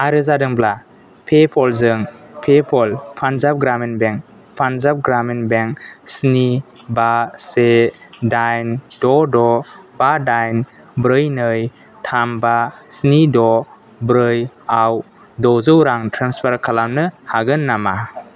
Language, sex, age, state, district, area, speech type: Bodo, male, 18-30, Assam, Kokrajhar, rural, read